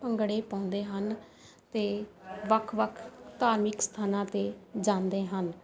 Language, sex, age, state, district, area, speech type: Punjabi, female, 30-45, Punjab, Rupnagar, rural, spontaneous